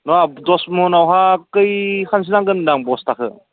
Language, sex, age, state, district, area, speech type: Bodo, male, 18-30, Assam, Udalguri, rural, conversation